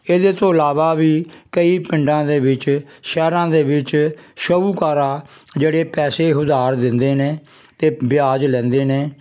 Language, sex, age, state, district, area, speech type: Punjabi, male, 60+, Punjab, Jalandhar, rural, spontaneous